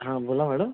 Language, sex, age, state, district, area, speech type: Marathi, male, 30-45, Maharashtra, Amravati, urban, conversation